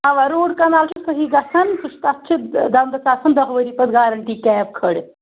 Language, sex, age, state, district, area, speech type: Kashmiri, female, 30-45, Jammu and Kashmir, Anantnag, rural, conversation